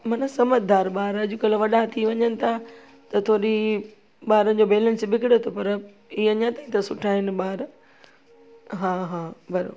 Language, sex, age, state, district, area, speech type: Sindhi, female, 45-60, Gujarat, Junagadh, rural, spontaneous